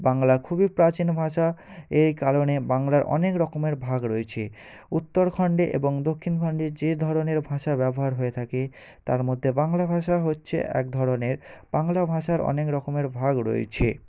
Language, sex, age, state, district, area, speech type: Bengali, male, 45-60, West Bengal, Jhargram, rural, spontaneous